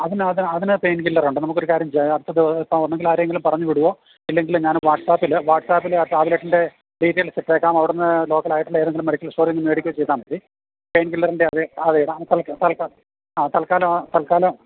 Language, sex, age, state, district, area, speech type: Malayalam, male, 60+, Kerala, Idukki, rural, conversation